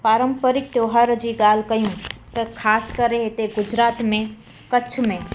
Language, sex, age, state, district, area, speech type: Sindhi, female, 18-30, Gujarat, Kutch, urban, spontaneous